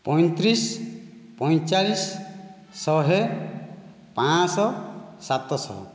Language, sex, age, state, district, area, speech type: Odia, male, 30-45, Odisha, Kandhamal, rural, spontaneous